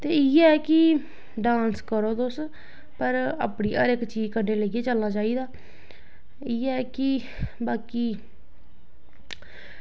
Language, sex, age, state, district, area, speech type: Dogri, female, 18-30, Jammu and Kashmir, Reasi, rural, spontaneous